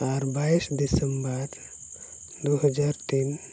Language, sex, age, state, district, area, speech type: Santali, male, 30-45, Jharkhand, Pakur, rural, spontaneous